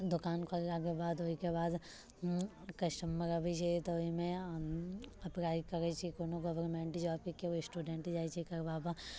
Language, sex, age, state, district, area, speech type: Maithili, female, 18-30, Bihar, Muzaffarpur, urban, spontaneous